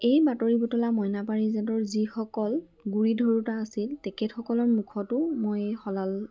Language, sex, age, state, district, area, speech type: Assamese, female, 18-30, Assam, Lakhimpur, rural, spontaneous